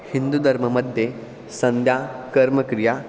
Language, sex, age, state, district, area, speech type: Sanskrit, male, 18-30, Maharashtra, Pune, urban, spontaneous